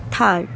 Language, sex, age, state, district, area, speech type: Bengali, female, 18-30, West Bengal, Howrah, urban, spontaneous